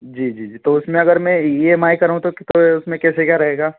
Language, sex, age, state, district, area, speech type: Hindi, male, 18-30, Madhya Pradesh, Ujjain, rural, conversation